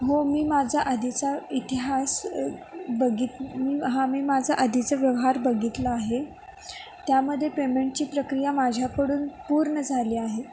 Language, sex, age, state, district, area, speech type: Marathi, female, 18-30, Maharashtra, Sangli, urban, spontaneous